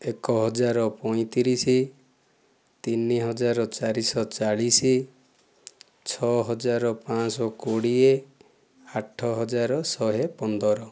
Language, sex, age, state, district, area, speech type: Odia, male, 30-45, Odisha, Kandhamal, rural, spontaneous